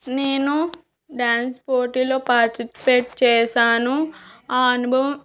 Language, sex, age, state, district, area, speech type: Telugu, female, 18-30, Andhra Pradesh, Anakapalli, rural, spontaneous